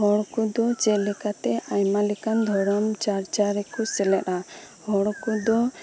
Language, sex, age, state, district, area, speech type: Santali, female, 18-30, West Bengal, Birbhum, rural, spontaneous